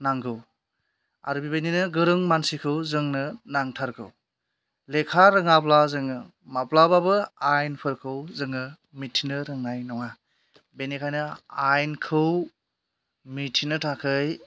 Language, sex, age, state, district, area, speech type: Bodo, male, 18-30, Assam, Chirang, rural, spontaneous